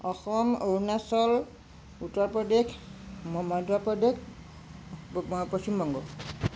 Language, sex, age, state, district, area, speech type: Assamese, female, 60+, Assam, Lakhimpur, rural, spontaneous